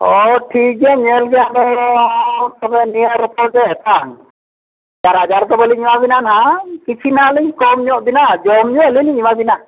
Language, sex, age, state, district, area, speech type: Santali, male, 45-60, Odisha, Mayurbhanj, rural, conversation